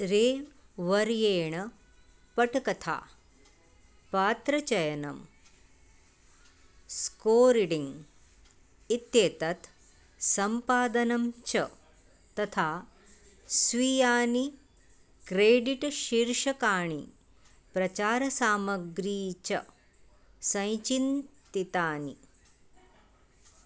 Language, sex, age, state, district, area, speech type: Sanskrit, female, 45-60, Maharashtra, Nagpur, urban, read